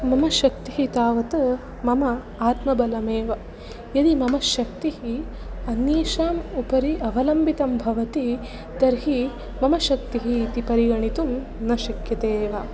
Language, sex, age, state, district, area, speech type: Sanskrit, female, 18-30, Karnataka, Udupi, rural, spontaneous